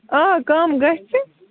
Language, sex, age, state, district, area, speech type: Kashmiri, female, 30-45, Jammu and Kashmir, Budgam, rural, conversation